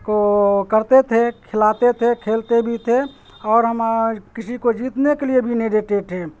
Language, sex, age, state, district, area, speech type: Urdu, male, 45-60, Bihar, Supaul, rural, spontaneous